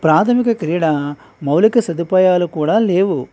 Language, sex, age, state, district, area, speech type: Telugu, male, 45-60, Andhra Pradesh, Eluru, rural, spontaneous